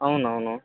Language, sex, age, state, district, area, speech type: Telugu, male, 30-45, Andhra Pradesh, N T Rama Rao, urban, conversation